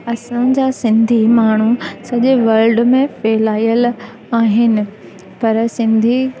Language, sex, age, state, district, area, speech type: Sindhi, female, 18-30, Gujarat, Junagadh, rural, spontaneous